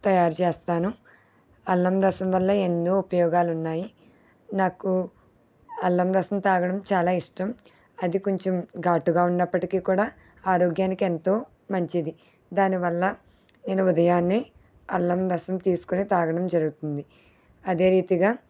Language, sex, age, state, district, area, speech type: Telugu, female, 30-45, Andhra Pradesh, East Godavari, rural, spontaneous